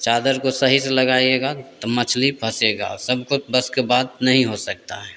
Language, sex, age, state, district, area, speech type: Hindi, male, 30-45, Bihar, Begusarai, rural, spontaneous